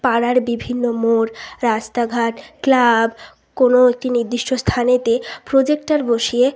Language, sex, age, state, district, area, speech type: Bengali, female, 18-30, West Bengal, Bankura, urban, spontaneous